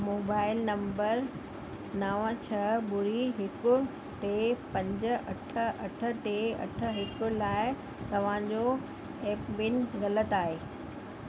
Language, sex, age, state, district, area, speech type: Sindhi, female, 45-60, Delhi, South Delhi, urban, read